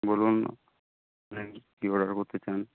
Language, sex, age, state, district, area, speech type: Bengali, male, 18-30, West Bengal, Uttar Dinajpur, urban, conversation